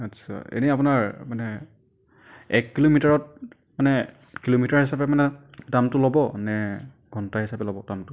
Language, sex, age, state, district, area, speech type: Assamese, male, 30-45, Assam, Darrang, rural, spontaneous